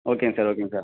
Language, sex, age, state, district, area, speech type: Tamil, male, 18-30, Tamil Nadu, Namakkal, rural, conversation